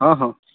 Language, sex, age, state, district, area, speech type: Odia, male, 30-45, Odisha, Kalahandi, rural, conversation